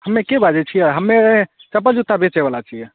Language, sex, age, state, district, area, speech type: Maithili, male, 18-30, Bihar, Samastipur, rural, conversation